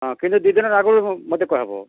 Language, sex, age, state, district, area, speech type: Odia, male, 45-60, Odisha, Bargarh, urban, conversation